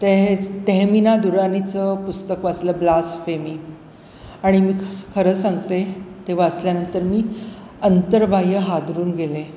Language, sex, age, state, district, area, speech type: Marathi, female, 60+, Maharashtra, Mumbai Suburban, urban, spontaneous